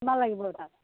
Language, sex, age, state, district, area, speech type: Assamese, female, 60+, Assam, Morigaon, rural, conversation